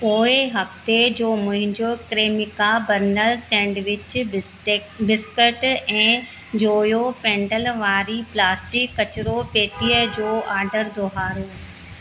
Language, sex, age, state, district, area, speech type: Sindhi, female, 30-45, Madhya Pradesh, Katni, urban, read